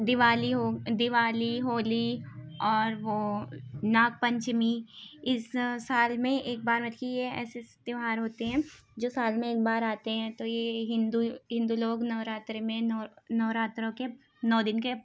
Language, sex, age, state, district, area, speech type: Urdu, female, 18-30, Uttar Pradesh, Ghaziabad, urban, spontaneous